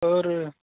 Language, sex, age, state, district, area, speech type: Urdu, male, 18-30, Uttar Pradesh, Saharanpur, urban, conversation